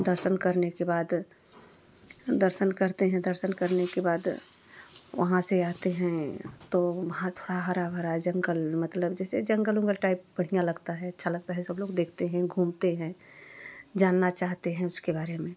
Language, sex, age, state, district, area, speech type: Hindi, female, 30-45, Uttar Pradesh, Prayagraj, rural, spontaneous